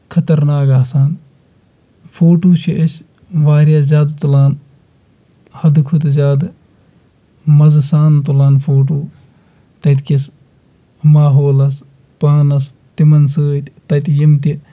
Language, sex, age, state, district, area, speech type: Kashmiri, male, 60+, Jammu and Kashmir, Kulgam, rural, spontaneous